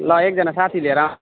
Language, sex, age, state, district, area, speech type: Nepali, male, 30-45, West Bengal, Jalpaiguri, urban, conversation